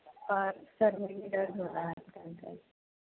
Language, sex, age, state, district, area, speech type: Urdu, female, 18-30, Uttar Pradesh, Gautam Buddha Nagar, rural, conversation